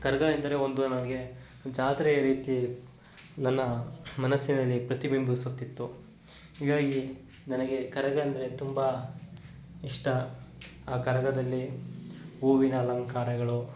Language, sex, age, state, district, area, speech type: Kannada, male, 30-45, Karnataka, Kolar, rural, spontaneous